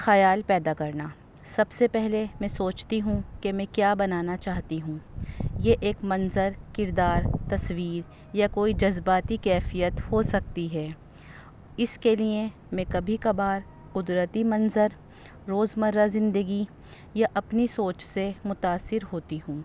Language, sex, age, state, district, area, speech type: Urdu, female, 30-45, Delhi, North East Delhi, urban, spontaneous